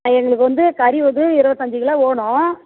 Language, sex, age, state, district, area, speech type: Tamil, female, 60+, Tamil Nadu, Tiruvannamalai, rural, conversation